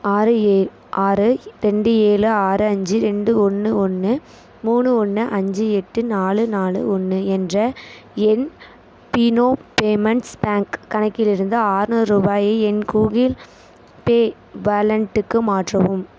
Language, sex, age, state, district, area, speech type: Tamil, female, 18-30, Tamil Nadu, Namakkal, rural, read